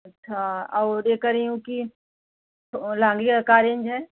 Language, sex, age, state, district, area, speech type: Hindi, female, 45-60, Uttar Pradesh, Jaunpur, urban, conversation